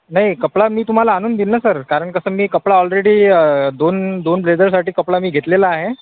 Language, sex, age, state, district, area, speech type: Marathi, male, 30-45, Maharashtra, Akola, urban, conversation